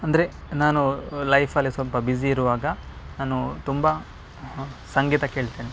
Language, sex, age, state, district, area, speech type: Kannada, male, 30-45, Karnataka, Udupi, rural, spontaneous